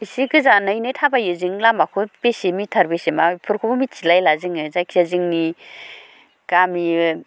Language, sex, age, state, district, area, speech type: Bodo, female, 45-60, Assam, Baksa, rural, spontaneous